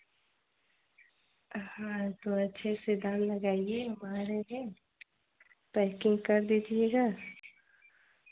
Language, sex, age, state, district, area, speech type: Hindi, female, 30-45, Uttar Pradesh, Chandauli, urban, conversation